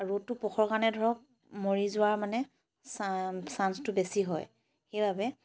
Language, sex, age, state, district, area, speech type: Assamese, female, 30-45, Assam, Charaideo, urban, spontaneous